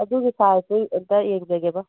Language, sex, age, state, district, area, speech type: Manipuri, female, 30-45, Manipur, Kangpokpi, urban, conversation